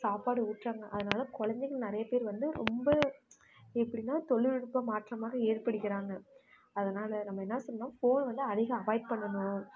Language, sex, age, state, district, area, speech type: Tamil, female, 18-30, Tamil Nadu, Namakkal, rural, spontaneous